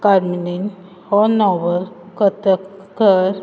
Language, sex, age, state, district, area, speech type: Goan Konkani, female, 18-30, Goa, Quepem, rural, spontaneous